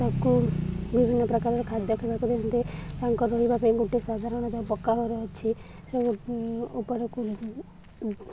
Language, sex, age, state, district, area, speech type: Odia, female, 18-30, Odisha, Balangir, urban, spontaneous